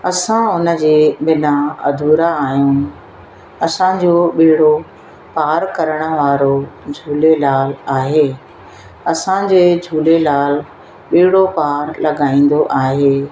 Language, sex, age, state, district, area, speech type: Sindhi, female, 60+, Madhya Pradesh, Katni, urban, spontaneous